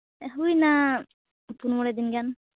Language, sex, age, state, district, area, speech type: Santali, female, 18-30, West Bengal, Purulia, rural, conversation